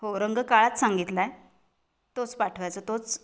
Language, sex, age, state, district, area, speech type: Marathi, female, 45-60, Maharashtra, Kolhapur, urban, spontaneous